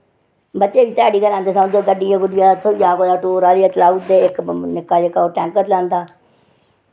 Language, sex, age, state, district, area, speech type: Dogri, female, 60+, Jammu and Kashmir, Reasi, rural, spontaneous